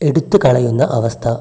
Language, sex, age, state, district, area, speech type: Malayalam, male, 18-30, Kerala, Wayanad, rural, read